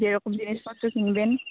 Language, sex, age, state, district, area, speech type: Bengali, female, 18-30, West Bengal, Bankura, urban, conversation